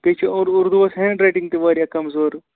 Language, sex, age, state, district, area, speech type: Kashmiri, male, 30-45, Jammu and Kashmir, Srinagar, urban, conversation